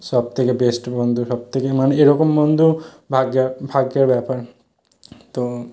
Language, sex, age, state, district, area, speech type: Bengali, male, 30-45, West Bengal, South 24 Parganas, rural, spontaneous